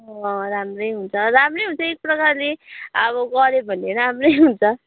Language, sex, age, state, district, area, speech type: Nepali, female, 45-60, West Bengal, Kalimpong, rural, conversation